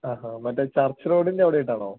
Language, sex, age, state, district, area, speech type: Malayalam, male, 18-30, Kerala, Idukki, rural, conversation